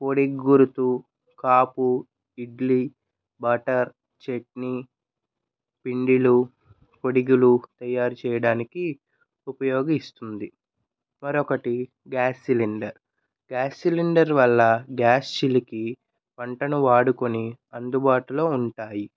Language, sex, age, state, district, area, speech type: Telugu, male, 18-30, Andhra Pradesh, N T Rama Rao, urban, spontaneous